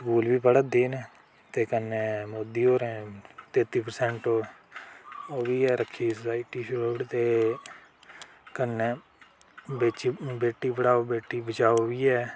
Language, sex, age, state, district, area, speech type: Dogri, male, 18-30, Jammu and Kashmir, Udhampur, rural, spontaneous